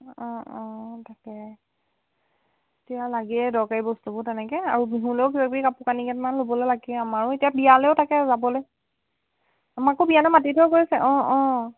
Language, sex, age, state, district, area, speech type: Assamese, female, 18-30, Assam, Jorhat, urban, conversation